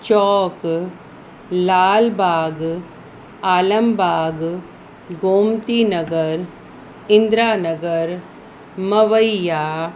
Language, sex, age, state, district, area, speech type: Sindhi, female, 30-45, Uttar Pradesh, Lucknow, urban, spontaneous